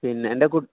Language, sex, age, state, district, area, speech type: Malayalam, male, 18-30, Kerala, Kasaragod, rural, conversation